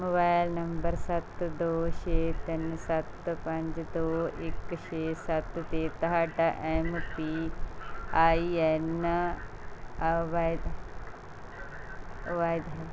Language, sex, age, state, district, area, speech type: Punjabi, female, 45-60, Punjab, Mansa, rural, read